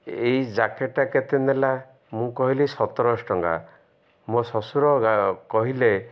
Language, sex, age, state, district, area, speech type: Odia, male, 60+, Odisha, Ganjam, urban, spontaneous